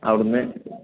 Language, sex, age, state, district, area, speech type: Malayalam, male, 30-45, Kerala, Malappuram, rural, conversation